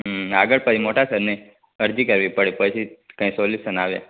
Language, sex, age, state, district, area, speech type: Gujarati, male, 18-30, Gujarat, Narmada, urban, conversation